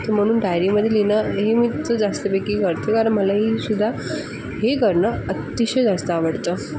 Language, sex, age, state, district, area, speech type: Marathi, female, 45-60, Maharashtra, Thane, urban, spontaneous